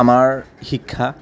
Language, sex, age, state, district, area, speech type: Assamese, male, 30-45, Assam, Lakhimpur, rural, spontaneous